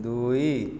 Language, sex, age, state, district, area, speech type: Odia, male, 45-60, Odisha, Jajpur, rural, read